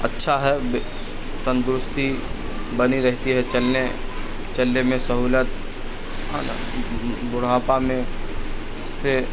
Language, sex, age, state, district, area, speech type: Urdu, male, 45-60, Bihar, Supaul, rural, spontaneous